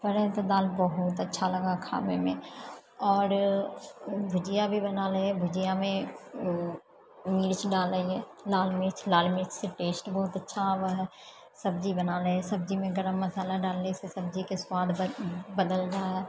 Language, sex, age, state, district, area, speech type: Maithili, female, 18-30, Bihar, Purnia, rural, spontaneous